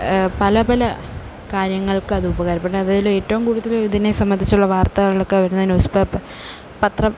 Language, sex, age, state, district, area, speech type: Malayalam, female, 18-30, Kerala, Kollam, rural, spontaneous